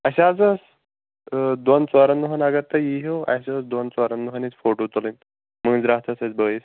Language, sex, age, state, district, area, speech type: Kashmiri, female, 30-45, Jammu and Kashmir, Shopian, rural, conversation